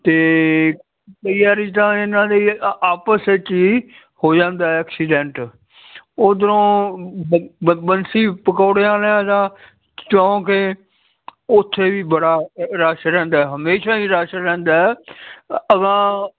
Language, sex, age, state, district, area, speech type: Punjabi, male, 60+, Punjab, Fazilka, rural, conversation